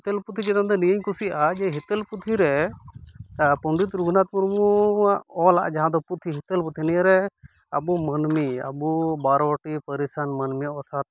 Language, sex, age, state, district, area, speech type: Santali, male, 30-45, West Bengal, Malda, rural, spontaneous